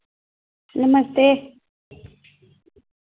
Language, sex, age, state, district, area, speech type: Dogri, female, 30-45, Jammu and Kashmir, Reasi, rural, conversation